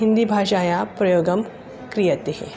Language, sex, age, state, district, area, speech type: Sanskrit, female, 45-60, Maharashtra, Nagpur, urban, spontaneous